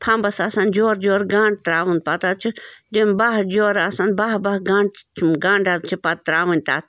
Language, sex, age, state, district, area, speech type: Kashmiri, female, 18-30, Jammu and Kashmir, Bandipora, rural, spontaneous